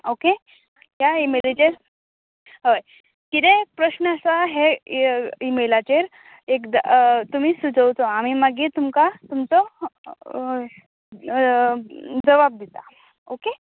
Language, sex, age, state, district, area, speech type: Goan Konkani, female, 18-30, Goa, Tiswadi, rural, conversation